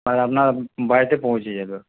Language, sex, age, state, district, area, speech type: Bengali, male, 60+, West Bengal, Paschim Bardhaman, rural, conversation